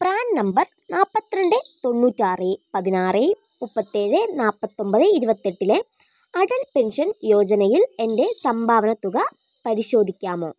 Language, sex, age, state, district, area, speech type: Malayalam, female, 18-30, Kerala, Wayanad, rural, read